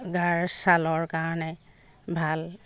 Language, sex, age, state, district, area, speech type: Assamese, female, 45-60, Assam, Jorhat, urban, spontaneous